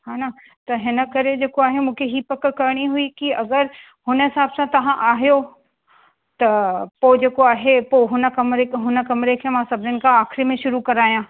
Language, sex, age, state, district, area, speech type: Sindhi, female, 45-60, Uttar Pradesh, Lucknow, rural, conversation